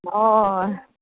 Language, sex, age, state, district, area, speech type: Goan Konkani, female, 30-45, Goa, Quepem, rural, conversation